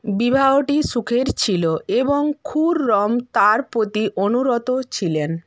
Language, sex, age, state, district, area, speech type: Bengali, female, 60+, West Bengal, Purba Medinipur, rural, read